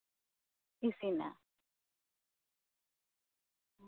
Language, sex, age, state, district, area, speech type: Santali, female, 30-45, West Bengal, Bankura, rural, conversation